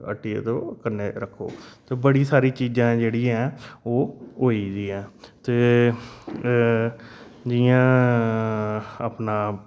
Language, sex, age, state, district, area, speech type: Dogri, male, 30-45, Jammu and Kashmir, Reasi, urban, spontaneous